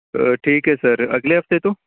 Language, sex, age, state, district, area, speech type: Punjabi, male, 18-30, Punjab, Amritsar, urban, conversation